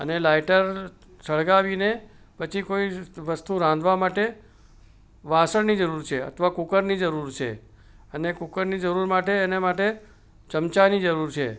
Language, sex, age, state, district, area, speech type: Gujarati, male, 60+, Gujarat, Ahmedabad, urban, spontaneous